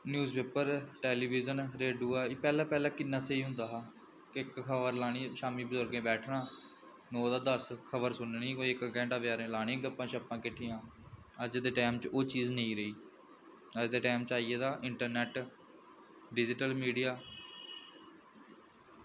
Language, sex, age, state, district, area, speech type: Dogri, male, 18-30, Jammu and Kashmir, Jammu, rural, spontaneous